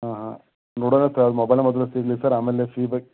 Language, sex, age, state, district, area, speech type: Kannada, male, 30-45, Karnataka, Belgaum, rural, conversation